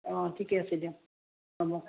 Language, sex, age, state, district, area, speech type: Assamese, female, 45-60, Assam, Udalguri, rural, conversation